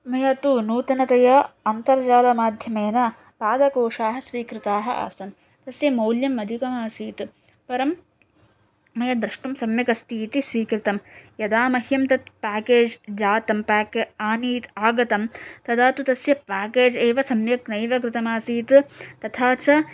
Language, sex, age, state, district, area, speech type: Sanskrit, female, 18-30, Karnataka, Shimoga, urban, spontaneous